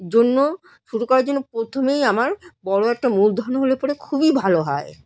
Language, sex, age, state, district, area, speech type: Bengali, female, 45-60, West Bengal, Alipurduar, rural, spontaneous